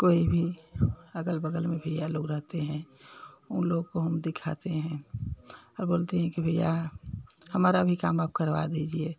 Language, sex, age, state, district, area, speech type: Hindi, female, 60+, Uttar Pradesh, Ghazipur, urban, spontaneous